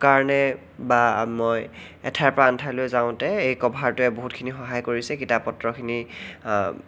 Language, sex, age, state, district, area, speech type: Assamese, male, 18-30, Assam, Sonitpur, rural, spontaneous